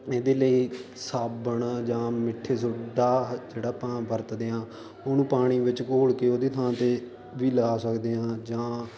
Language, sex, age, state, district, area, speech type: Punjabi, male, 18-30, Punjab, Faridkot, rural, spontaneous